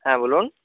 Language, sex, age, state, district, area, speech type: Bengali, male, 30-45, West Bengal, Jalpaiguri, rural, conversation